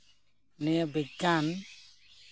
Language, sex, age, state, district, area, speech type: Santali, male, 30-45, West Bengal, Purba Bardhaman, rural, spontaneous